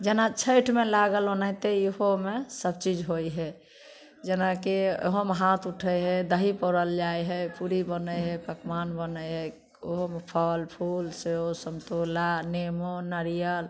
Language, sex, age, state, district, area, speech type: Maithili, female, 60+, Bihar, Samastipur, urban, spontaneous